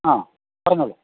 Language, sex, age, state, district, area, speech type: Malayalam, male, 60+, Kerala, Idukki, rural, conversation